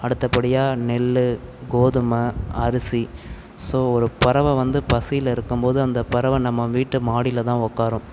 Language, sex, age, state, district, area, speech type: Tamil, male, 45-60, Tamil Nadu, Tiruvarur, urban, spontaneous